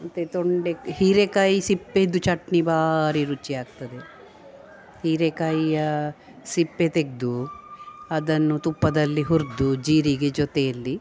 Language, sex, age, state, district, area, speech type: Kannada, female, 45-60, Karnataka, Dakshina Kannada, rural, spontaneous